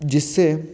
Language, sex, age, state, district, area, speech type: Hindi, male, 18-30, Madhya Pradesh, Ujjain, rural, spontaneous